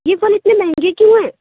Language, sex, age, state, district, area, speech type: Urdu, female, 30-45, Uttar Pradesh, Aligarh, urban, conversation